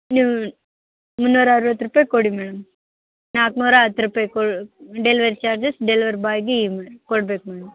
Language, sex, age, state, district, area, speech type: Kannada, female, 30-45, Karnataka, Vijayanagara, rural, conversation